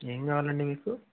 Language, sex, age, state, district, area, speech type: Telugu, male, 18-30, Andhra Pradesh, Srikakulam, rural, conversation